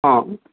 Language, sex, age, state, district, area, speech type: Urdu, male, 30-45, Telangana, Hyderabad, urban, conversation